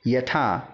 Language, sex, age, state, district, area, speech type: Sanskrit, male, 30-45, Karnataka, Bangalore Rural, urban, spontaneous